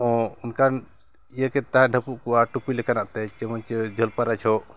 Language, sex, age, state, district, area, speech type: Santali, male, 45-60, Jharkhand, Bokaro, rural, spontaneous